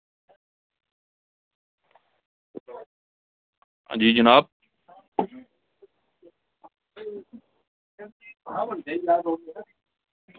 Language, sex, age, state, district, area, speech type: Dogri, male, 30-45, Jammu and Kashmir, Reasi, rural, conversation